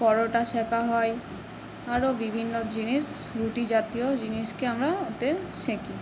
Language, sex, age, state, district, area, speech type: Bengali, female, 18-30, West Bengal, Howrah, urban, spontaneous